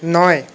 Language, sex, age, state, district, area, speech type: Bengali, male, 30-45, West Bengal, Paschim Bardhaman, urban, read